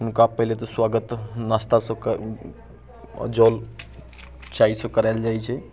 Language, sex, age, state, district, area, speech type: Maithili, male, 30-45, Bihar, Muzaffarpur, rural, spontaneous